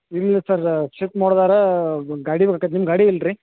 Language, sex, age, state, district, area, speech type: Kannada, male, 45-60, Karnataka, Belgaum, rural, conversation